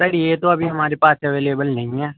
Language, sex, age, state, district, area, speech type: Urdu, male, 18-30, Delhi, Central Delhi, urban, conversation